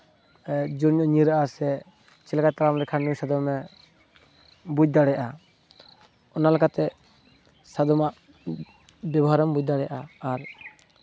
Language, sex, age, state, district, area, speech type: Santali, male, 18-30, West Bengal, Purulia, rural, spontaneous